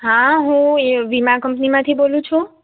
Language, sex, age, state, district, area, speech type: Gujarati, female, 18-30, Gujarat, Mehsana, rural, conversation